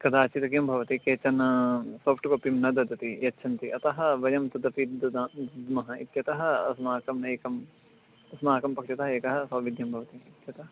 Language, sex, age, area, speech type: Sanskrit, male, 18-30, rural, conversation